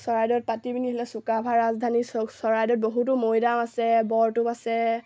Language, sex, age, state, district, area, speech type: Assamese, female, 18-30, Assam, Sivasagar, rural, spontaneous